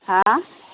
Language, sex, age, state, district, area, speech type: Assamese, female, 45-60, Assam, Darrang, rural, conversation